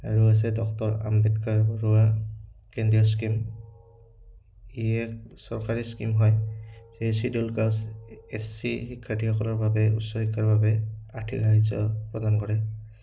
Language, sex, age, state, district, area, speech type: Assamese, male, 18-30, Assam, Udalguri, rural, spontaneous